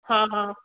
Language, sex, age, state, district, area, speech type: Sindhi, female, 30-45, Gujarat, Surat, urban, conversation